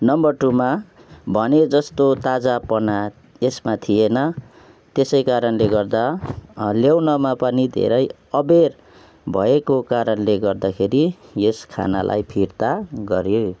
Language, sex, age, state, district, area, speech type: Nepali, male, 30-45, West Bengal, Kalimpong, rural, spontaneous